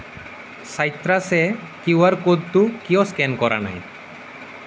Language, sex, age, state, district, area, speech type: Assamese, male, 18-30, Assam, Nalbari, rural, read